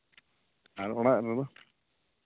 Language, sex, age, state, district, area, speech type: Santali, male, 18-30, Jharkhand, East Singhbhum, rural, conversation